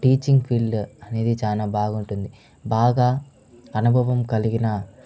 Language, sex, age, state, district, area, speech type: Telugu, male, 18-30, Andhra Pradesh, Chittoor, rural, spontaneous